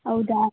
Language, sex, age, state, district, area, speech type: Kannada, female, 18-30, Karnataka, Chamarajanagar, rural, conversation